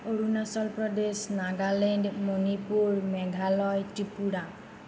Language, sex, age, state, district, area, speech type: Assamese, female, 45-60, Assam, Nagaon, rural, spontaneous